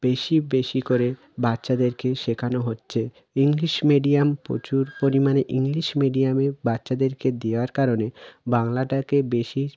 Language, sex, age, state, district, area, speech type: Bengali, male, 18-30, West Bengal, South 24 Parganas, rural, spontaneous